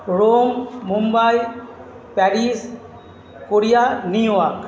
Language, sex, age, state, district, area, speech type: Bengali, male, 45-60, West Bengal, Purba Bardhaman, urban, spontaneous